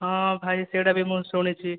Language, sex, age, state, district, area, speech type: Odia, male, 18-30, Odisha, Kandhamal, rural, conversation